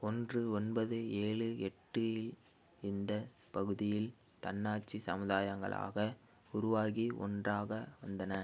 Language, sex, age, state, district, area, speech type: Tamil, male, 18-30, Tamil Nadu, Thanjavur, rural, read